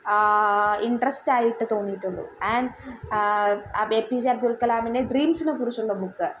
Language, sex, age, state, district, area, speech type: Malayalam, female, 18-30, Kerala, Kollam, rural, spontaneous